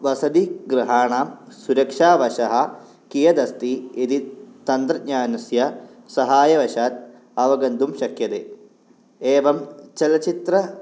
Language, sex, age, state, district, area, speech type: Sanskrit, male, 18-30, Kerala, Kottayam, urban, spontaneous